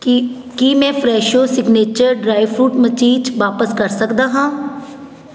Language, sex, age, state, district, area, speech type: Punjabi, female, 30-45, Punjab, Patiala, urban, read